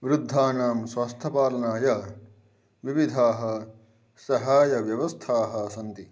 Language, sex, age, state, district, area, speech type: Sanskrit, male, 30-45, Karnataka, Dharwad, urban, spontaneous